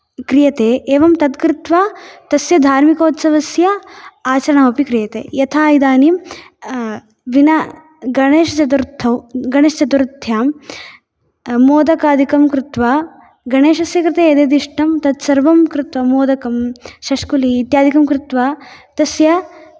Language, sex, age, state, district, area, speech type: Sanskrit, female, 18-30, Tamil Nadu, Coimbatore, urban, spontaneous